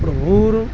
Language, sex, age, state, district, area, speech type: Assamese, male, 60+, Assam, Nalbari, rural, spontaneous